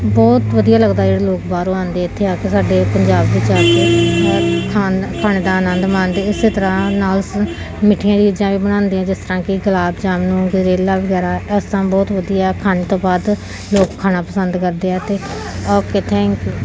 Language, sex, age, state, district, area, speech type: Punjabi, female, 30-45, Punjab, Gurdaspur, urban, spontaneous